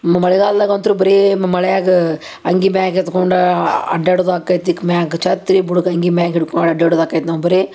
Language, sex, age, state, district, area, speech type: Kannada, female, 30-45, Karnataka, Koppal, rural, spontaneous